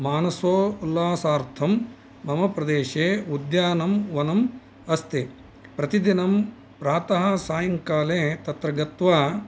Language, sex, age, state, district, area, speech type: Sanskrit, male, 60+, Karnataka, Bellary, urban, spontaneous